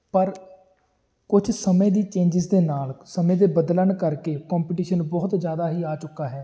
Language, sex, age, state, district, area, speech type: Punjabi, male, 18-30, Punjab, Tarn Taran, urban, spontaneous